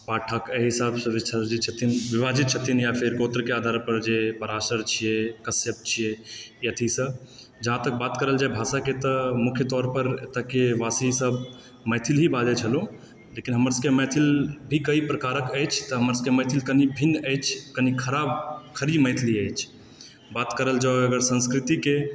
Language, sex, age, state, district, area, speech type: Maithili, male, 18-30, Bihar, Supaul, urban, spontaneous